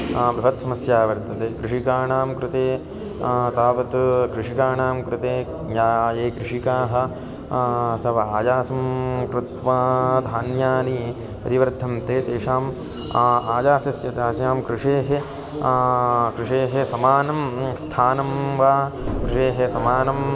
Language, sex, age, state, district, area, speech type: Sanskrit, male, 18-30, Karnataka, Gulbarga, urban, spontaneous